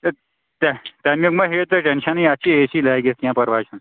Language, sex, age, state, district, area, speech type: Kashmiri, male, 18-30, Jammu and Kashmir, Kulgam, rural, conversation